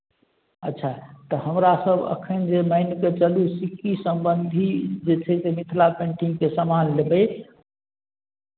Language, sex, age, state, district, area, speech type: Maithili, male, 45-60, Bihar, Madhubani, rural, conversation